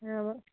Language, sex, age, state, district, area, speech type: Bengali, female, 45-60, West Bengal, Dakshin Dinajpur, urban, conversation